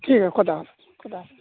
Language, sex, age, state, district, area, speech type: Urdu, male, 30-45, Bihar, Purnia, rural, conversation